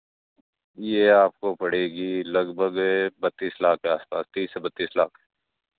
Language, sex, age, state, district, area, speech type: Hindi, male, 18-30, Rajasthan, Nagaur, rural, conversation